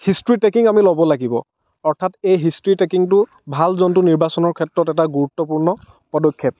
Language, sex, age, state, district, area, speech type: Assamese, male, 45-60, Assam, Dhemaji, rural, spontaneous